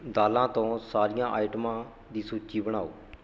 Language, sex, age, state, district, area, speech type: Punjabi, male, 18-30, Punjab, Shaheed Bhagat Singh Nagar, rural, read